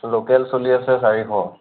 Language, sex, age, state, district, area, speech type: Assamese, male, 45-60, Assam, Nagaon, rural, conversation